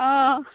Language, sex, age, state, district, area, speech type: Assamese, female, 45-60, Assam, Goalpara, urban, conversation